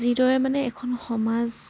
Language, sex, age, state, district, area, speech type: Assamese, female, 18-30, Assam, Jorhat, urban, spontaneous